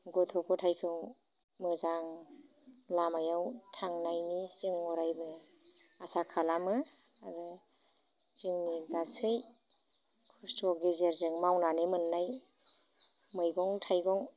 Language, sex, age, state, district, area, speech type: Bodo, female, 30-45, Assam, Baksa, rural, spontaneous